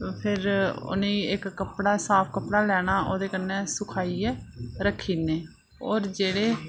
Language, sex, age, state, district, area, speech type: Dogri, female, 30-45, Jammu and Kashmir, Reasi, rural, spontaneous